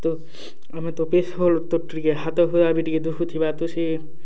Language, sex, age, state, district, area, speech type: Odia, male, 18-30, Odisha, Kalahandi, rural, spontaneous